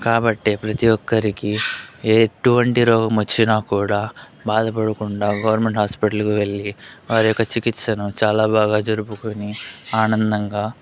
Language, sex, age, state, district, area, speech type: Telugu, male, 18-30, Andhra Pradesh, Chittoor, urban, spontaneous